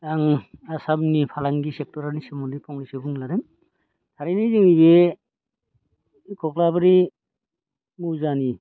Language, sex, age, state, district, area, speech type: Bodo, male, 60+, Assam, Baksa, urban, spontaneous